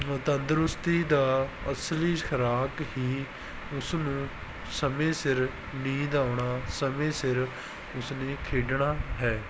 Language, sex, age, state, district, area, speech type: Punjabi, male, 18-30, Punjab, Barnala, rural, spontaneous